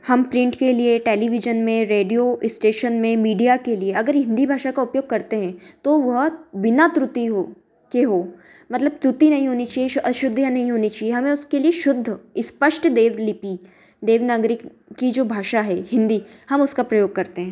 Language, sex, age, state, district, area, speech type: Hindi, female, 18-30, Madhya Pradesh, Ujjain, urban, spontaneous